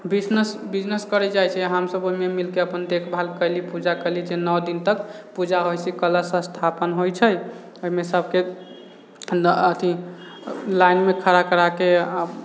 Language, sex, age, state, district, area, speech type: Maithili, male, 18-30, Bihar, Sitamarhi, urban, spontaneous